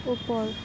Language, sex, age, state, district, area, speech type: Assamese, female, 18-30, Assam, Kamrup Metropolitan, urban, read